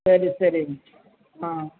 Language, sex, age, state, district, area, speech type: Tamil, female, 45-60, Tamil Nadu, Tiruvannamalai, urban, conversation